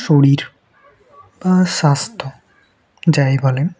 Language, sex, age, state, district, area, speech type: Bengali, male, 18-30, West Bengal, Murshidabad, urban, spontaneous